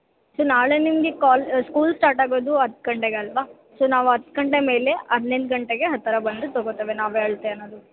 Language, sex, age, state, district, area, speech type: Kannada, female, 18-30, Karnataka, Bellary, urban, conversation